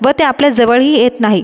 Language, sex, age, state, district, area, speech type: Marathi, female, 18-30, Maharashtra, Buldhana, urban, spontaneous